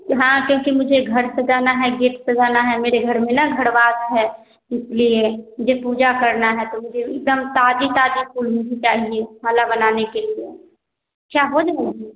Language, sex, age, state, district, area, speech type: Hindi, female, 30-45, Bihar, Samastipur, rural, conversation